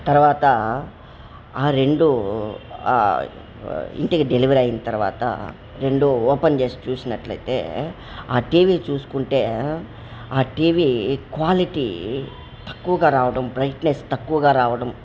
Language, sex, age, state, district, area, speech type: Telugu, male, 30-45, Andhra Pradesh, Kadapa, rural, spontaneous